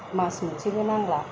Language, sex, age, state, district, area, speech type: Bodo, female, 45-60, Assam, Kokrajhar, rural, spontaneous